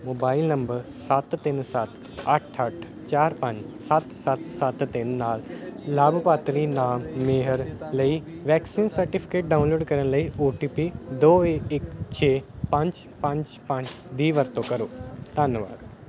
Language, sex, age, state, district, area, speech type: Punjabi, male, 18-30, Punjab, Ludhiana, urban, read